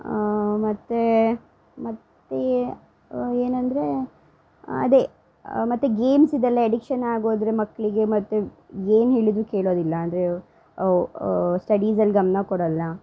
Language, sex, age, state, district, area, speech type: Kannada, female, 30-45, Karnataka, Udupi, rural, spontaneous